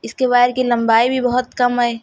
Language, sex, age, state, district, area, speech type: Urdu, female, 30-45, Uttar Pradesh, Shahjahanpur, urban, spontaneous